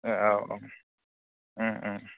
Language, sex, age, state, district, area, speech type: Bodo, male, 18-30, Assam, Kokrajhar, urban, conversation